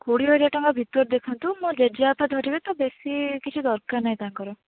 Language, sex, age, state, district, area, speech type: Odia, female, 30-45, Odisha, Bhadrak, rural, conversation